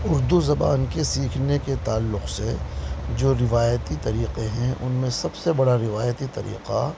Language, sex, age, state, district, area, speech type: Urdu, male, 45-60, Delhi, South Delhi, urban, spontaneous